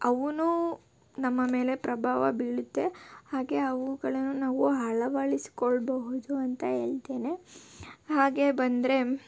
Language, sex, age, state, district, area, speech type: Kannada, female, 18-30, Karnataka, Tumkur, urban, spontaneous